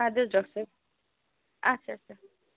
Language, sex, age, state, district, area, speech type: Kashmiri, female, 45-60, Jammu and Kashmir, Srinagar, urban, conversation